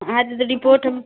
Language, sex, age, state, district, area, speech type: Hindi, female, 45-60, Uttar Pradesh, Bhadohi, urban, conversation